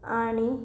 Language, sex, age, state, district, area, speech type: Marathi, female, 45-60, Maharashtra, Nanded, urban, spontaneous